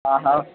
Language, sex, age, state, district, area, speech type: Marathi, male, 18-30, Maharashtra, Kolhapur, urban, conversation